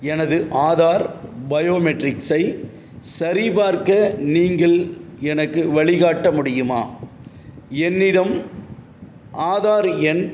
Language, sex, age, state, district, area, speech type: Tamil, male, 45-60, Tamil Nadu, Madurai, urban, read